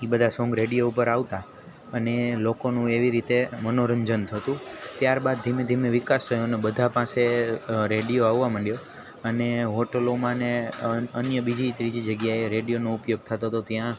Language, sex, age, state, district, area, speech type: Gujarati, male, 18-30, Gujarat, Junagadh, urban, spontaneous